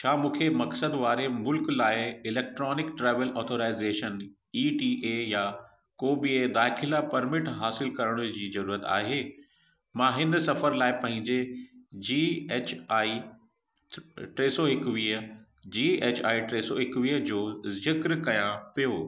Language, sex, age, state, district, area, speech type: Sindhi, male, 45-60, Uttar Pradesh, Lucknow, urban, read